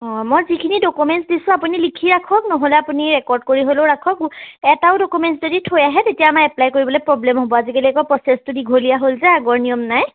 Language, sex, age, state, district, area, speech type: Assamese, female, 18-30, Assam, Majuli, urban, conversation